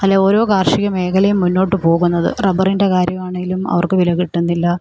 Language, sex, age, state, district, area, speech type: Malayalam, female, 45-60, Kerala, Alappuzha, urban, spontaneous